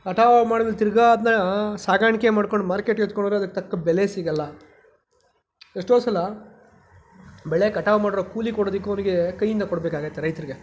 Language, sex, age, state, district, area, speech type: Kannada, male, 45-60, Karnataka, Chikkaballapur, rural, spontaneous